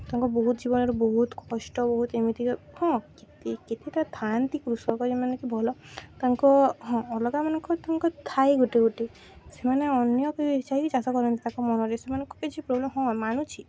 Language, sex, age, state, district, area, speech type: Odia, female, 18-30, Odisha, Subarnapur, urban, spontaneous